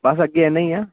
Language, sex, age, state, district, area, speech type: Punjabi, male, 18-30, Punjab, Ludhiana, rural, conversation